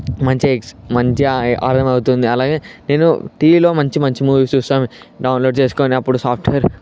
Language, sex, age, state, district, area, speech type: Telugu, male, 18-30, Telangana, Vikarabad, urban, spontaneous